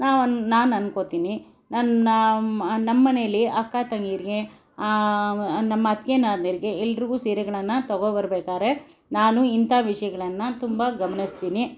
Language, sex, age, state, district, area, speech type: Kannada, female, 60+, Karnataka, Bangalore Urban, urban, spontaneous